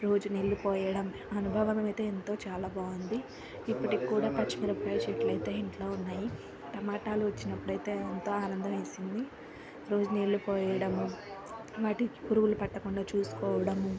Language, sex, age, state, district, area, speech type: Telugu, female, 18-30, Andhra Pradesh, Srikakulam, urban, spontaneous